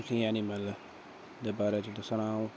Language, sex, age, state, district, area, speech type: Dogri, male, 30-45, Jammu and Kashmir, Udhampur, rural, spontaneous